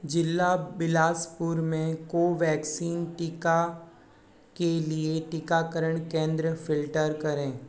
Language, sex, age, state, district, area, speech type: Hindi, male, 60+, Rajasthan, Jodhpur, rural, read